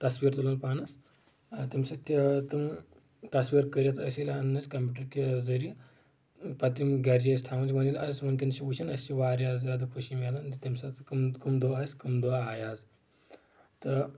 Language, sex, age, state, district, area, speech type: Kashmiri, male, 18-30, Jammu and Kashmir, Kulgam, rural, spontaneous